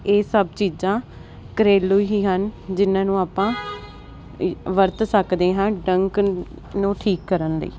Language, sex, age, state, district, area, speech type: Punjabi, female, 18-30, Punjab, Fazilka, rural, spontaneous